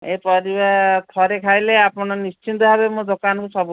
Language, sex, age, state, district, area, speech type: Odia, female, 60+, Odisha, Angul, rural, conversation